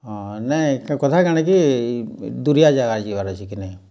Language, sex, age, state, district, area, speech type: Odia, male, 45-60, Odisha, Bargarh, urban, spontaneous